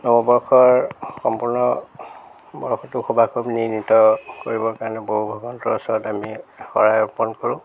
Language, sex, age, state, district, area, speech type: Assamese, male, 60+, Assam, Golaghat, urban, spontaneous